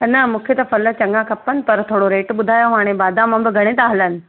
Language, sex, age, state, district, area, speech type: Sindhi, female, 30-45, Madhya Pradesh, Katni, urban, conversation